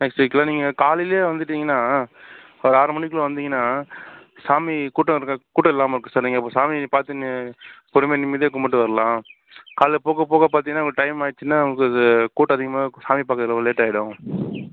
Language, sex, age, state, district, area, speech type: Tamil, male, 45-60, Tamil Nadu, Sivaganga, urban, conversation